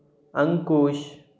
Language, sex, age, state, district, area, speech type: Marathi, male, 30-45, Maharashtra, Hingoli, urban, spontaneous